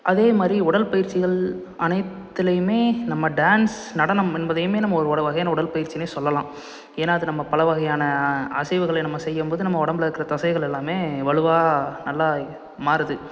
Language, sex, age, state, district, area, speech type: Tamil, male, 18-30, Tamil Nadu, Salem, urban, spontaneous